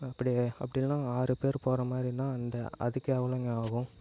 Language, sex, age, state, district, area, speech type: Tamil, male, 18-30, Tamil Nadu, Namakkal, rural, spontaneous